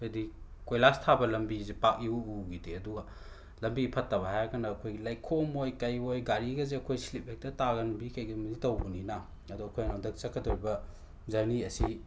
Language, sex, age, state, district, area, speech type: Manipuri, male, 60+, Manipur, Imphal West, urban, spontaneous